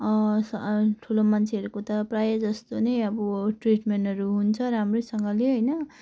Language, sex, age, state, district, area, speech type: Nepali, female, 30-45, West Bengal, Jalpaiguri, rural, spontaneous